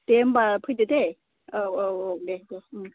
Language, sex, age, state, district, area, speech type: Bodo, female, 45-60, Assam, Kokrajhar, urban, conversation